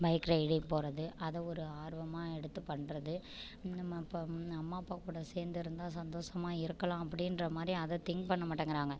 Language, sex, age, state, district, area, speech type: Tamil, female, 60+, Tamil Nadu, Ariyalur, rural, spontaneous